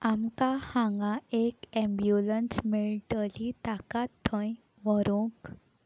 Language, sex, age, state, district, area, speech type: Goan Konkani, female, 18-30, Goa, Salcete, rural, read